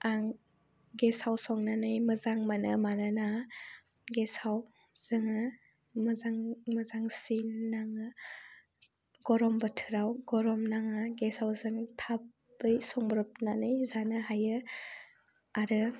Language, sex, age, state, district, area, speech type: Bodo, female, 18-30, Assam, Udalguri, rural, spontaneous